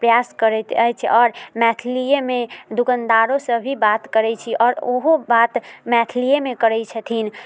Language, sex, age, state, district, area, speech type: Maithili, female, 18-30, Bihar, Muzaffarpur, rural, spontaneous